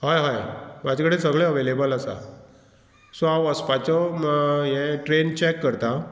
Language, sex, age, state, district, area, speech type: Goan Konkani, male, 45-60, Goa, Murmgao, rural, spontaneous